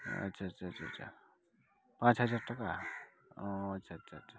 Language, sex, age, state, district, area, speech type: Santali, male, 30-45, West Bengal, Dakshin Dinajpur, rural, spontaneous